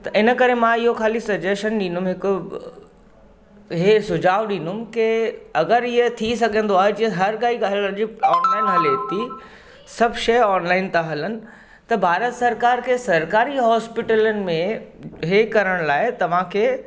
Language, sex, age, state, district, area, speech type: Sindhi, male, 45-60, Maharashtra, Mumbai Suburban, urban, spontaneous